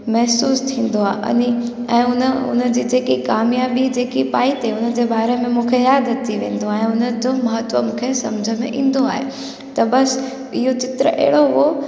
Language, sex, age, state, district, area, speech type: Sindhi, female, 18-30, Gujarat, Junagadh, rural, spontaneous